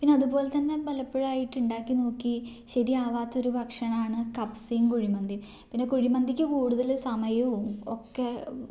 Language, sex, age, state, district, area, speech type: Malayalam, female, 18-30, Kerala, Kannur, rural, spontaneous